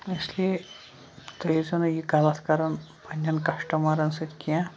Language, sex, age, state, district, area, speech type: Kashmiri, male, 18-30, Jammu and Kashmir, Shopian, rural, spontaneous